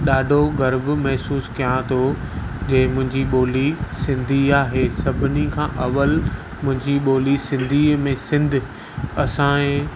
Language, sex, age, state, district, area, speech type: Sindhi, male, 30-45, Maharashtra, Thane, urban, spontaneous